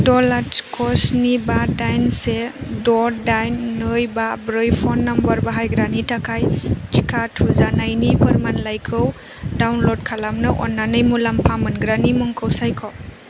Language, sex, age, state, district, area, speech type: Bodo, female, 18-30, Assam, Chirang, rural, read